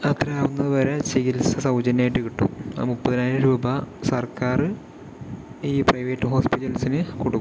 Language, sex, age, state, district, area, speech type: Malayalam, male, 30-45, Kerala, Palakkad, urban, spontaneous